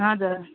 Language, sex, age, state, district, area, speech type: Nepali, female, 45-60, West Bengal, Jalpaiguri, rural, conversation